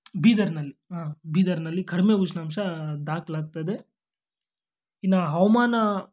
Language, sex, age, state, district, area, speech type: Kannada, male, 18-30, Karnataka, Kolar, rural, spontaneous